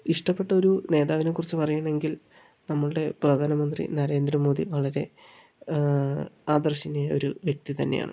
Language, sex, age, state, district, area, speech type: Malayalam, male, 30-45, Kerala, Palakkad, rural, spontaneous